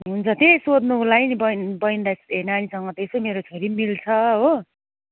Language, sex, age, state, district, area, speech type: Nepali, female, 30-45, West Bengal, Kalimpong, rural, conversation